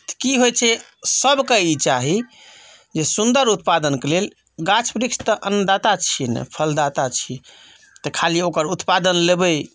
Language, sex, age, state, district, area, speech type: Maithili, male, 30-45, Bihar, Madhubani, rural, spontaneous